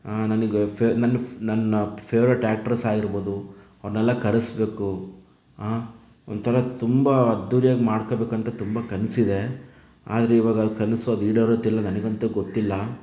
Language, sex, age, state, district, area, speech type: Kannada, male, 30-45, Karnataka, Chitradurga, rural, spontaneous